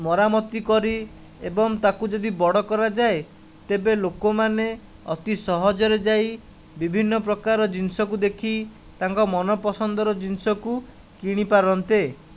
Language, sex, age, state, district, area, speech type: Odia, male, 45-60, Odisha, Khordha, rural, spontaneous